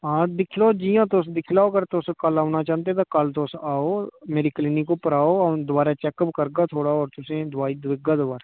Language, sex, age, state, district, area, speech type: Dogri, male, 18-30, Jammu and Kashmir, Udhampur, rural, conversation